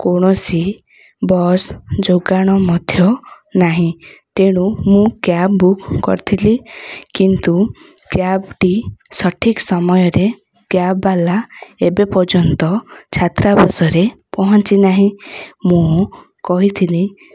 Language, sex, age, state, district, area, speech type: Odia, female, 18-30, Odisha, Ganjam, urban, spontaneous